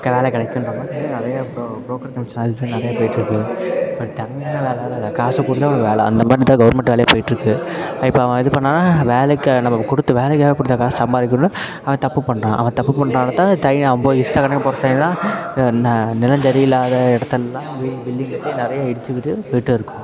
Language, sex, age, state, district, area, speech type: Tamil, male, 18-30, Tamil Nadu, Perambalur, rural, spontaneous